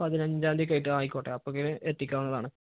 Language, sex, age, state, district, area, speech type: Malayalam, male, 18-30, Kerala, Malappuram, rural, conversation